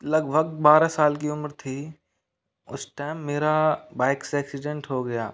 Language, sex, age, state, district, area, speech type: Hindi, male, 60+, Rajasthan, Karauli, rural, spontaneous